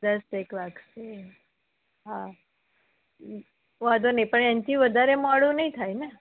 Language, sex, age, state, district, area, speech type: Gujarati, female, 30-45, Gujarat, Kheda, rural, conversation